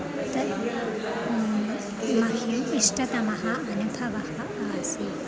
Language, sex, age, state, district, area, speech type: Sanskrit, female, 18-30, Kerala, Thrissur, urban, spontaneous